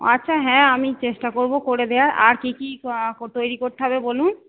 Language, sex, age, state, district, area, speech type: Bengali, female, 45-60, West Bengal, Purba Bardhaman, urban, conversation